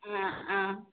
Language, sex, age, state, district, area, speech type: Malayalam, female, 18-30, Kerala, Kasaragod, rural, conversation